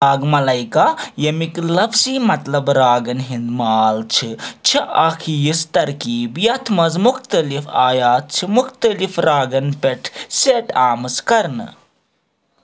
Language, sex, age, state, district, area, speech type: Kashmiri, male, 30-45, Jammu and Kashmir, Srinagar, urban, read